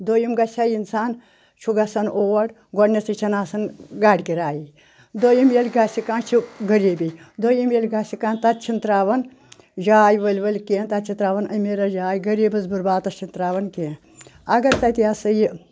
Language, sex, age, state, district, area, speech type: Kashmiri, female, 60+, Jammu and Kashmir, Anantnag, rural, spontaneous